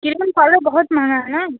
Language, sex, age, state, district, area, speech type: Hindi, female, 30-45, Uttar Pradesh, Chandauli, rural, conversation